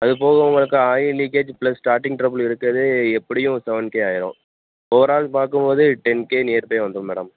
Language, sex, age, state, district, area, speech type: Tamil, male, 18-30, Tamil Nadu, Tenkasi, rural, conversation